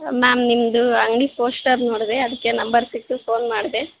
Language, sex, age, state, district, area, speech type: Kannada, female, 18-30, Karnataka, Koppal, rural, conversation